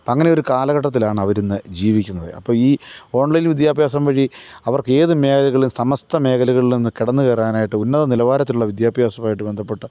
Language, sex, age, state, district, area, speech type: Malayalam, male, 45-60, Kerala, Kottayam, urban, spontaneous